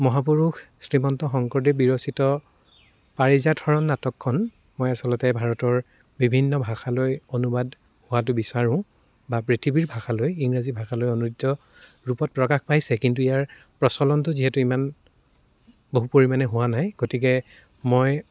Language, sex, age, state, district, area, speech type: Assamese, male, 18-30, Assam, Dibrugarh, rural, spontaneous